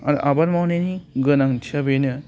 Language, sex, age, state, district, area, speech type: Bodo, male, 18-30, Assam, Udalguri, urban, spontaneous